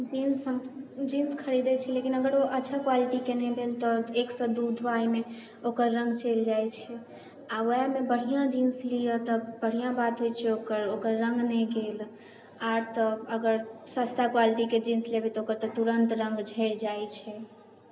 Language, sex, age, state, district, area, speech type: Maithili, female, 18-30, Bihar, Sitamarhi, urban, spontaneous